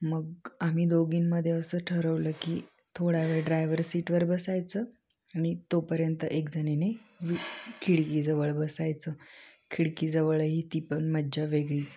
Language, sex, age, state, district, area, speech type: Marathi, female, 18-30, Maharashtra, Ahmednagar, urban, spontaneous